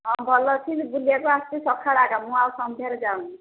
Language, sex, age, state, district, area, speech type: Odia, female, 45-60, Odisha, Gajapati, rural, conversation